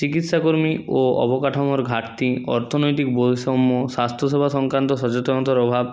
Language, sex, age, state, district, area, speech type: Bengali, male, 30-45, West Bengal, South 24 Parganas, rural, spontaneous